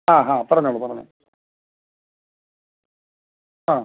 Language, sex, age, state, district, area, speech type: Malayalam, male, 30-45, Kerala, Alappuzha, rural, conversation